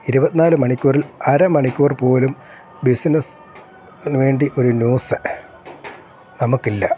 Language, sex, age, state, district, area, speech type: Malayalam, male, 45-60, Kerala, Kottayam, urban, spontaneous